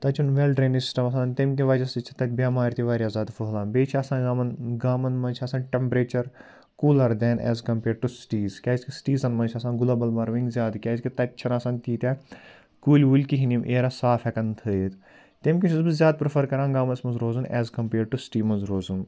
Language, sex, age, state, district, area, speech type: Kashmiri, male, 18-30, Jammu and Kashmir, Ganderbal, rural, spontaneous